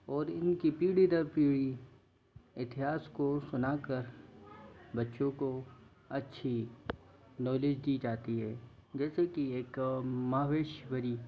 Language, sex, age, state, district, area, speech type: Hindi, male, 18-30, Madhya Pradesh, Jabalpur, urban, spontaneous